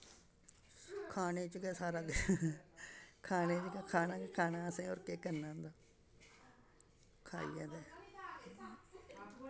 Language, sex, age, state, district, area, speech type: Dogri, female, 60+, Jammu and Kashmir, Samba, urban, spontaneous